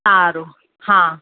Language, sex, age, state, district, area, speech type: Gujarati, female, 30-45, Gujarat, Ahmedabad, urban, conversation